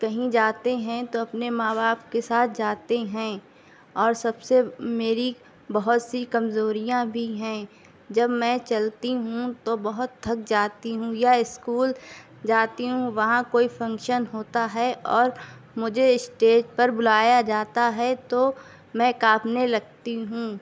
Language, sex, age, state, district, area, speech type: Urdu, female, 18-30, Uttar Pradesh, Shahjahanpur, urban, spontaneous